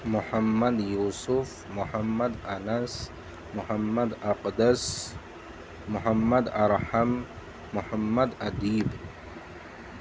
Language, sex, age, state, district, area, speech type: Urdu, male, 30-45, Delhi, Central Delhi, urban, spontaneous